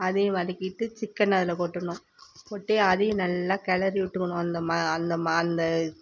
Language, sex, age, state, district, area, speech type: Tamil, female, 45-60, Tamil Nadu, Tiruvarur, rural, spontaneous